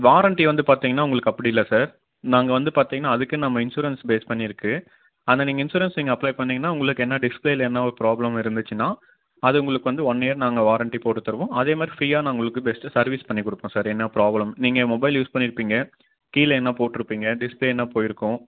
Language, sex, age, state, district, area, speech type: Tamil, male, 18-30, Tamil Nadu, Dharmapuri, rural, conversation